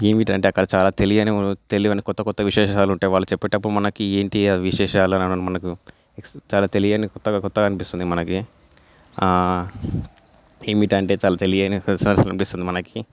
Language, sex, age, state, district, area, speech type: Telugu, male, 18-30, Telangana, Nalgonda, urban, spontaneous